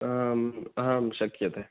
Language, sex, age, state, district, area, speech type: Sanskrit, male, 18-30, Kerala, Kasaragod, rural, conversation